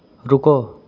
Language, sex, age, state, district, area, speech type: Punjabi, male, 30-45, Punjab, Rupnagar, rural, read